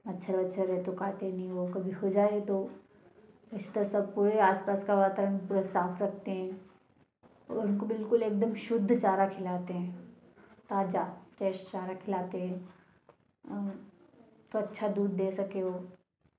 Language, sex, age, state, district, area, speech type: Hindi, female, 18-30, Madhya Pradesh, Ujjain, rural, spontaneous